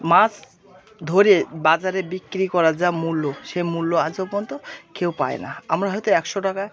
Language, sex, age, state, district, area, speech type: Bengali, male, 30-45, West Bengal, Birbhum, urban, spontaneous